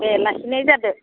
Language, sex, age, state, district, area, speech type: Bodo, female, 45-60, Assam, Udalguri, rural, conversation